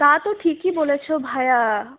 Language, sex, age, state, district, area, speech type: Bengali, female, 18-30, West Bengal, Paschim Bardhaman, rural, conversation